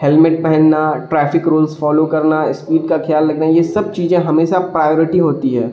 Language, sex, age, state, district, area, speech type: Urdu, male, 18-30, Bihar, Darbhanga, rural, spontaneous